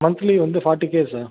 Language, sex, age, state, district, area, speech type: Tamil, male, 30-45, Tamil Nadu, Ariyalur, rural, conversation